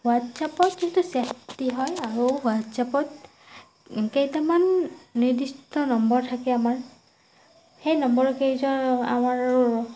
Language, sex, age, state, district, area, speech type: Assamese, female, 45-60, Assam, Nagaon, rural, spontaneous